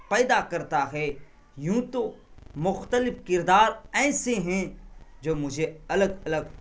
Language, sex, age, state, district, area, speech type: Urdu, male, 18-30, Bihar, Purnia, rural, spontaneous